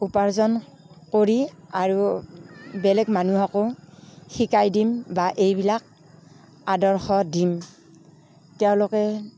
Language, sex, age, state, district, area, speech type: Assamese, female, 60+, Assam, Darrang, rural, spontaneous